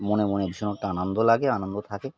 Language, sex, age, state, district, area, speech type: Bengali, male, 45-60, West Bengal, Birbhum, urban, spontaneous